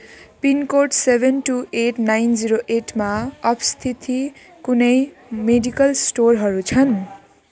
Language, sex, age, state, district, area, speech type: Nepali, female, 18-30, West Bengal, Jalpaiguri, rural, read